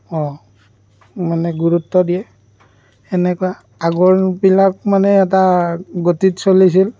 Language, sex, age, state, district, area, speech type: Assamese, male, 30-45, Assam, Barpeta, rural, spontaneous